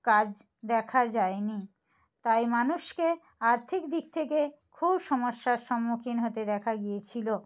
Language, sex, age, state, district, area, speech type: Bengali, female, 45-60, West Bengal, Nadia, rural, spontaneous